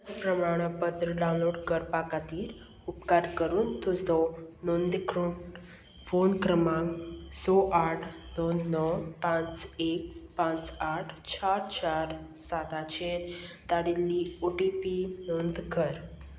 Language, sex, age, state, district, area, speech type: Goan Konkani, female, 18-30, Goa, Salcete, rural, read